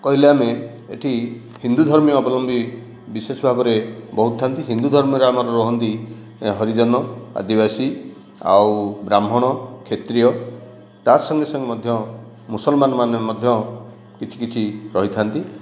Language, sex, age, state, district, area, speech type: Odia, male, 45-60, Odisha, Nayagarh, rural, spontaneous